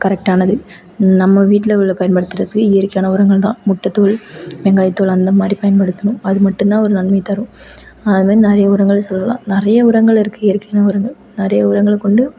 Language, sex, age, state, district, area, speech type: Tamil, female, 18-30, Tamil Nadu, Thanjavur, urban, spontaneous